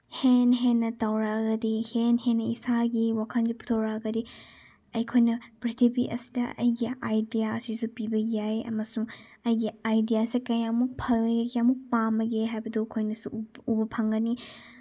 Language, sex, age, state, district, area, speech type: Manipuri, female, 18-30, Manipur, Chandel, rural, spontaneous